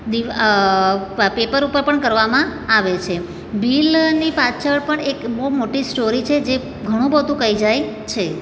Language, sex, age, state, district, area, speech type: Gujarati, female, 45-60, Gujarat, Surat, urban, spontaneous